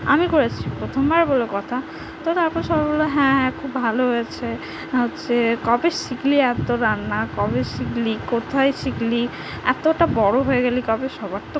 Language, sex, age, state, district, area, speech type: Bengali, female, 30-45, West Bengal, Purba Medinipur, rural, spontaneous